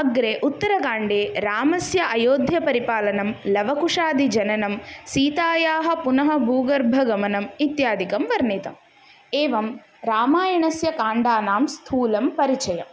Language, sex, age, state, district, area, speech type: Sanskrit, female, 18-30, Tamil Nadu, Kanchipuram, urban, spontaneous